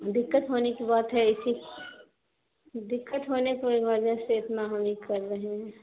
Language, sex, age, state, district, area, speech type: Urdu, female, 45-60, Bihar, Khagaria, rural, conversation